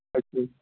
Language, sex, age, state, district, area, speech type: Punjabi, male, 30-45, Punjab, Barnala, rural, conversation